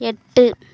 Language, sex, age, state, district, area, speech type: Tamil, female, 18-30, Tamil Nadu, Kallakurichi, rural, read